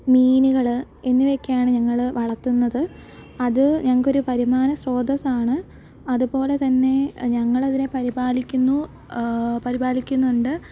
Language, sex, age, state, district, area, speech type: Malayalam, female, 18-30, Kerala, Alappuzha, rural, spontaneous